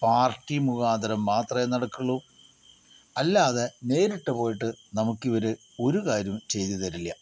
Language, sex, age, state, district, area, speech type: Malayalam, male, 45-60, Kerala, Palakkad, rural, spontaneous